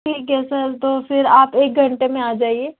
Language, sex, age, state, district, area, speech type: Urdu, female, 30-45, Delhi, North East Delhi, urban, conversation